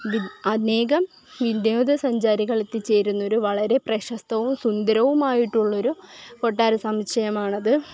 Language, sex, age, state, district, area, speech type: Malayalam, female, 18-30, Kerala, Kollam, rural, spontaneous